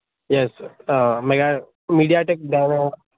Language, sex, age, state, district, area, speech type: Telugu, male, 30-45, Telangana, Vikarabad, urban, conversation